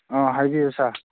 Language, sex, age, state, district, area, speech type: Manipuri, male, 30-45, Manipur, Churachandpur, rural, conversation